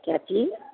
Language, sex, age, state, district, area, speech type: Hindi, female, 45-60, Bihar, Begusarai, rural, conversation